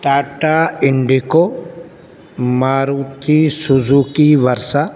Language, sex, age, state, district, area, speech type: Urdu, male, 60+, Delhi, Central Delhi, urban, spontaneous